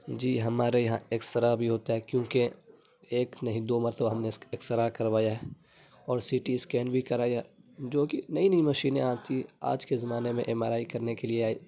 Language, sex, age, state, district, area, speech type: Urdu, male, 30-45, Uttar Pradesh, Lucknow, rural, spontaneous